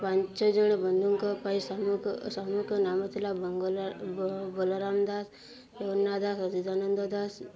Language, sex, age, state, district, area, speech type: Odia, female, 18-30, Odisha, Subarnapur, urban, spontaneous